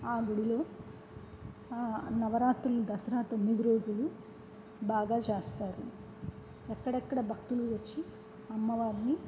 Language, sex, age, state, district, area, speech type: Telugu, female, 30-45, Andhra Pradesh, N T Rama Rao, urban, spontaneous